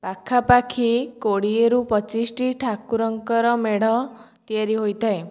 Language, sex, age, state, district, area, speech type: Odia, female, 18-30, Odisha, Dhenkanal, rural, spontaneous